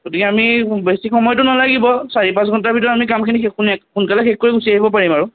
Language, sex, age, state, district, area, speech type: Assamese, male, 60+, Assam, Darrang, rural, conversation